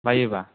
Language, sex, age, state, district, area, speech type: Bodo, male, 18-30, Assam, Kokrajhar, rural, conversation